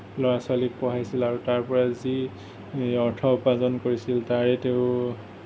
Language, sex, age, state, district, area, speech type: Assamese, male, 18-30, Assam, Kamrup Metropolitan, urban, spontaneous